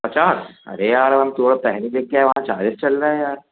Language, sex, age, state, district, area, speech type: Hindi, male, 18-30, Madhya Pradesh, Jabalpur, urban, conversation